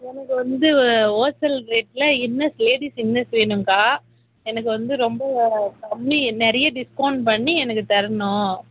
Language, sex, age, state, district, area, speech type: Tamil, female, 18-30, Tamil Nadu, Vellore, urban, conversation